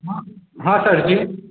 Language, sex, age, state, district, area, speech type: Maithili, male, 18-30, Bihar, Darbhanga, rural, conversation